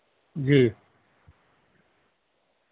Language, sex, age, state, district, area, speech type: Urdu, male, 60+, Uttar Pradesh, Muzaffarnagar, urban, conversation